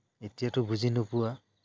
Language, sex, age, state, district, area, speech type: Assamese, male, 30-45, Assam, Dibrugarh, urban, spontaneous